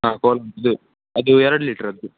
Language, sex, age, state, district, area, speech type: Kannada, male, 18-30, Karnataka, Udupi, rural, conversation